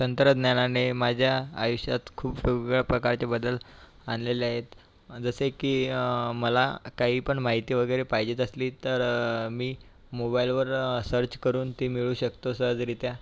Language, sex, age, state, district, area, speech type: Marathi, male, 18-30, Maharashtra, Buldhana, urban, spontaneous